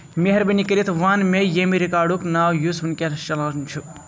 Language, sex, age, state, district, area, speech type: Kashmiri, male, 30-45, Jammu and Kashmir, Kupwara, urban, read